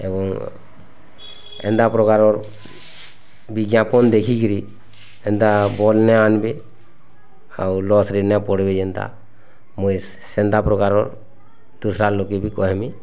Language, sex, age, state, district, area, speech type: Odia, male, 30-45, Odisha, Bargarh, urban, spontaneous